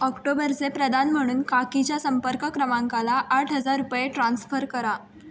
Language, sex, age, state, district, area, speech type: Marathi, female, 18-30, Maharashtra, Raigad, rural, read